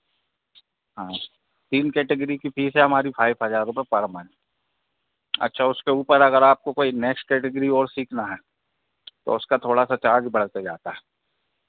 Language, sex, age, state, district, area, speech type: Hindi, male, 45-60, Madhya Pradesh, Hoshangabad, rural, conversation